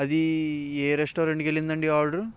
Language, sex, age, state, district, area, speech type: Telugu, male, 18-30, Andhra Pradesh, Bapatla, urban, spontaneous